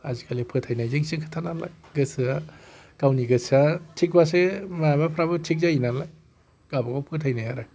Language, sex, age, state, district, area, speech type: Bodo, male, 60+, Assam, Kokrajhar, urban, spontaneous